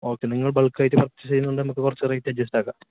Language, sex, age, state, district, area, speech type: Malayalam, male, 18-30, Kerala, Kasaragod, urban, conversation